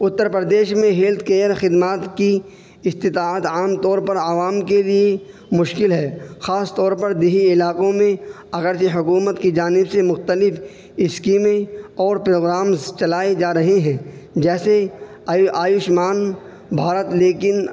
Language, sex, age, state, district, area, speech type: Urdu, male, 18-30, Uttar Pradesh, Saharanpur, urban, spontaneous